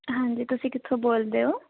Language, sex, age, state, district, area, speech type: Punjabi, female, 18-30, Punjab, Jalandhar, urban, conversation